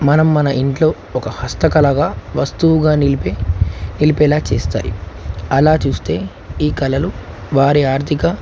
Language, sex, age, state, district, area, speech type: Telugu, male, 18-30, Telangana, Nagarkurnool, urban, spontaneous